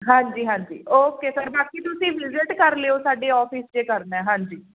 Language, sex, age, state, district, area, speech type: Punjabi, female, 18-30, Punjab, Fatehgarh Sahib, rural, conversation